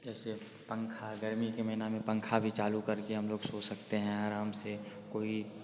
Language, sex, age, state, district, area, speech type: Hindi, male, 18-30, Bihar, Darbhanga, rural, spontaneous